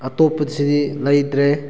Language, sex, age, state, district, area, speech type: Manipuri, male, 18-30, Manipur, Kakching, rural, spontaneous